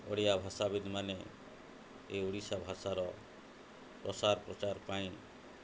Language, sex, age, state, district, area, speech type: Odia, male, 45-60, Odisha, Mayurbhanj, rural, spontaneous